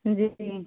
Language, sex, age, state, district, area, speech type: Hindi, female, 30-45, Uttar Pradesh, Azamgarh, rural, conversation